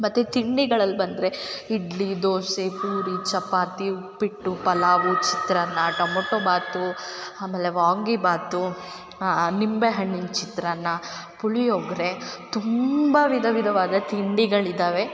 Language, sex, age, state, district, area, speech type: Kannada, female, 18-30, Karnataka, Chikkamagaluru, rural, spontaneous